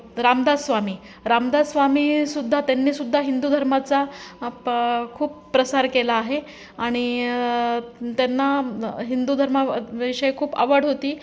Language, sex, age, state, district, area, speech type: Marathi, female, 45-60, Maharashtra, Nanded, urban, spontaneous